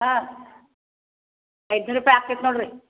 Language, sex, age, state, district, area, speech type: Kannada, female, 60+, Karnataka, Belgaum, rural, conversation